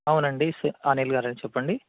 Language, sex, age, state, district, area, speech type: Telugu, male, 18-30, Telangana, Karimnagar, urban, conversation